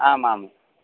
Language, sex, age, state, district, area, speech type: Sanskrit, male, 30-45, Karnataka, Vijayapura, urban, conversation